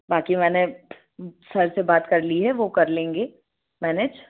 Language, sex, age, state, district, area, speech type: Hindi, female, 60+, Madhya Pradesh, Bhopal, urban, conversation